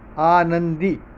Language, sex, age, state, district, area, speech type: Marathi, male, 60+, Maharashtra, Mumbai Suburban, urban, read